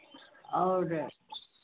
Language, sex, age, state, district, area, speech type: Hindi, female, 45-60, Bihar, Madhepura, rural, conversation